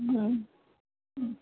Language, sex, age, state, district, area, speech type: Gujarati, female, 30-45, Gujarat, Morbi, urban, conversation